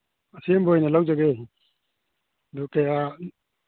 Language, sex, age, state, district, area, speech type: Manipuri, male, 18-30, Manipur, Churachandpur, rural, conversation